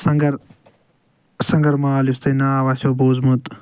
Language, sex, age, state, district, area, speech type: Kashmiri, male, 60+, Jammu and Kashmir, Ganderbal, urban, spontaneous